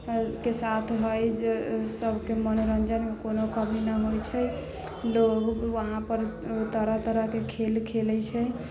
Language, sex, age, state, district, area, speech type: Maithili, female, 30-45, Bihar, Sitamarhi, rural, spontaneous